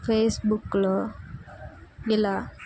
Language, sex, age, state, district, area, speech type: Telugu, female, 18-30, Andhra Pradesh, Guntur, rural, spontaneous